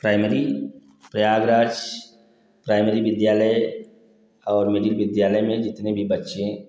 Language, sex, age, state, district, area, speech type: Hindi, male, 45-60, Uttar Pradesh, Prayagraj, rural, spontaneous